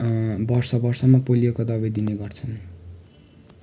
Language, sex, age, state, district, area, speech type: Nepali, male, 18-30, West Bengal, Darjeeling, rural, spontaneous